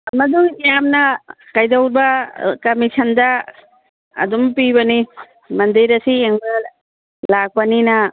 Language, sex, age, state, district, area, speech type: Manipuri, female, 60+, Manipur, Churachandpur, urban, conversation